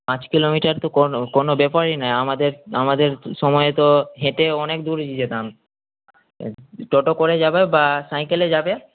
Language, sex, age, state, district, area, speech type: Bengali, male, 18-30, West Bengal, Malda, urban, conversation